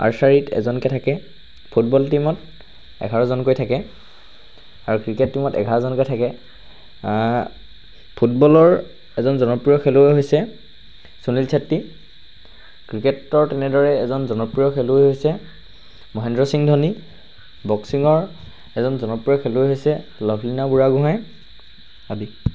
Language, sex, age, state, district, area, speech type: Assamese, male, 45-60, Assam, Charaideo, rural, spontaneous